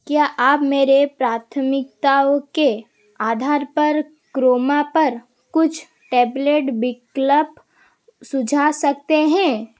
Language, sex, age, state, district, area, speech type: Hindi, female, 18-30, Madhya Pradesh, Seoni, urban, read